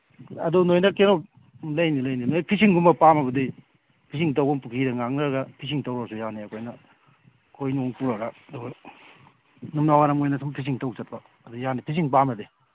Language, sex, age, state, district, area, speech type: Manipuri, male, 30-45, Manipur, Kakching, rural, conversation